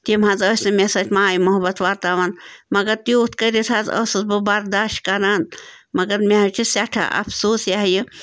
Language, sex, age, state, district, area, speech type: Kashmiri, female, 30-45, Jammu and Kashmir, Bandipora, rural, spontaneous